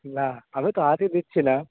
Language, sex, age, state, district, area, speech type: Bengali, male, 18-30, West Bengal, Cooch Behar, urban, conversation